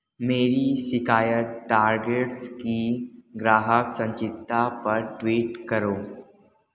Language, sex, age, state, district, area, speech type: Hindi, male, 18-30, Uttar Pradesh, Mirzapur, urban, read